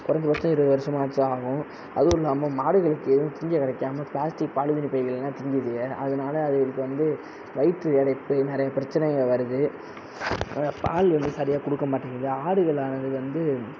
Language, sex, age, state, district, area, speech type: Tamil, male, 30-45, Tamil Nadu, Sivaganga, rural, spontaneous